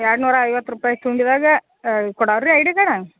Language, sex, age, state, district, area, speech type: Kannada, female, 60+, Karnataka, Belgaum, rural, conversation